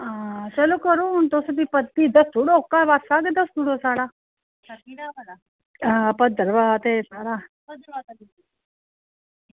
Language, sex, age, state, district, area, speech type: Dogri, female, 30-45, Jammu and Kashmir, Reasi, rural, conversation